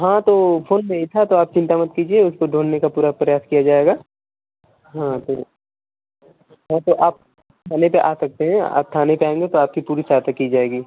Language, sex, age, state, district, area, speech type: Hindi, male, 18-30, Uttar Pradesh, Mau, rural, conversation